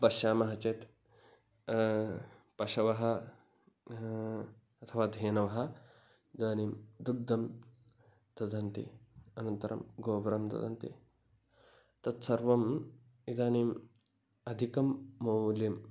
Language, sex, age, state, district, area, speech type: Sanskrit, male, 18-30, Kerala, Kasaragod, rural, spontaneous